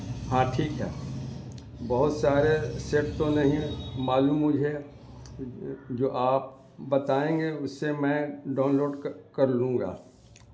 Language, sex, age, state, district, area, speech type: Urdu, male, 60+, Bihar, Gaya, rural, spontaneous